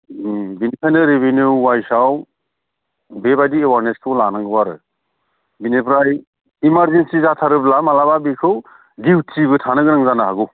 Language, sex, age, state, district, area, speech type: Bodo, male, 30-45, Assam, Udalguri, urban, conversation